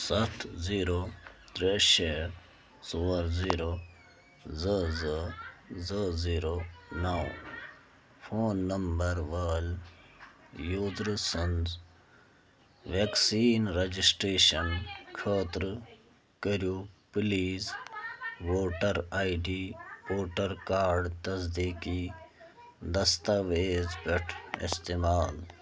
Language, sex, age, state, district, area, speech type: Kashmiri, male, 30-45, Jammu and Kashmir, Bandipora, rural, read